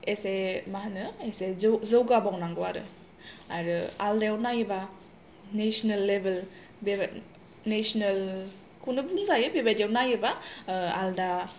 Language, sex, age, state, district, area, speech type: Bodo, female, 18-30, Assam, Chirang, urban, spontaneous